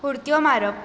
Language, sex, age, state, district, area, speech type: Goan Konkani, female, 18-30, Goa, Bardez, rural, read